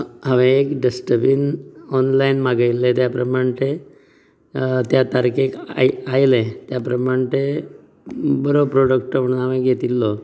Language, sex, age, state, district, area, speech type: Goan Konkani, male, 30-45, Goa, Canacona, rural, spontaneous